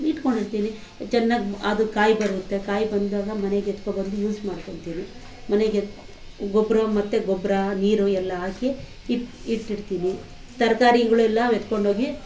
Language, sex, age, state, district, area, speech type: Kannada, female, 45-60, Karnataka, Bangalore Urban, rural, spontaneous